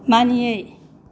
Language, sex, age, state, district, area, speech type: Bodo, female, 45-60, Assam, Kokrajhar, urban, read